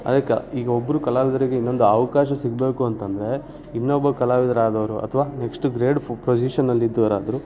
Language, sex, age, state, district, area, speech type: Kannada, male, 18-30, Karnataka, Shimoga, rural, spontaneous